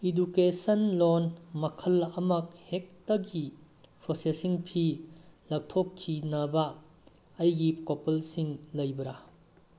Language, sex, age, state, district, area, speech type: Manipuri, male, 18-30, Manipur, Bishnupur, rural, read